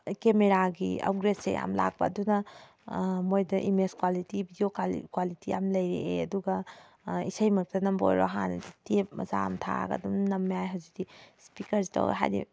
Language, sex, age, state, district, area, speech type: Manipuri, female, 30-45, Manipur, Thoubal, rural, spontaneous